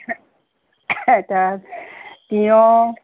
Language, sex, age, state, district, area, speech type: Assamese, female, 60+, Assam, Golaghat, rural, conversation